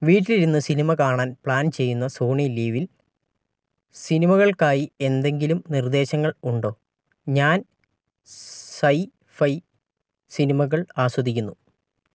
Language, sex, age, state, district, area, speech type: Malayalam, male, 18-30, Kerala, Wayanad, rural, read